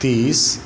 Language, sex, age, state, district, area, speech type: Maithili, male, 45-60, Bihar, Darbhanga, urban, spontaneous